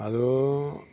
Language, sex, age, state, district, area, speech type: Malayalam, male, 60+, Kerala, Kollam, rural, spontaneous